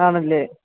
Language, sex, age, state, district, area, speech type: Malayalam, male, 30-45, Kerala, Alappuzha, rural, conversation